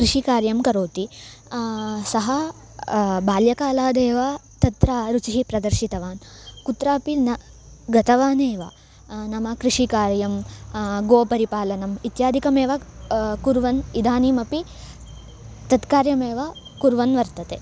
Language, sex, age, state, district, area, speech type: Sanskrit, female, 18-30, Karnataka, Hassan, rural, spontaneous